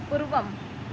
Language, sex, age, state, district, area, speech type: Sanskrit, female, 45-60, Maharashtra, Nagpur, urban, read